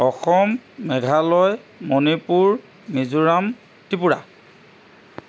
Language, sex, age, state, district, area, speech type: Assamese, male, 60+, Assam, Charaideo, urban, spontaneous